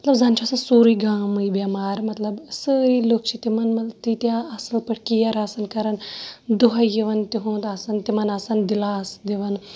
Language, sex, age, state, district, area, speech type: Kashmiri, female, 30-45, Jammu and Kashmir, Shopian, rural, spontaneous